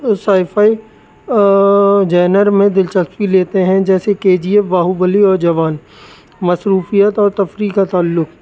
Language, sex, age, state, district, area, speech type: Urdu, male, 30-45, Uttar Pradesh, Rampur, urban, spontaneous